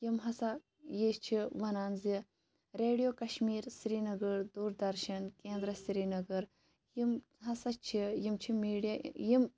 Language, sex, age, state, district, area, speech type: Kashmiri, female, 18-30, Jammu and Kashmir, Shopian, rural, spontaneous